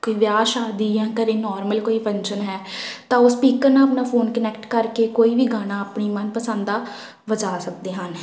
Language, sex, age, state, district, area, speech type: Punjabi, female, 18-30, Punjab, Tarn Taran, urban, spontaneous